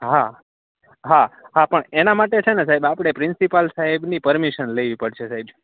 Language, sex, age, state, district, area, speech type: Gujarati, male, 30-45, Gujarat, Rajkot, rural, conversation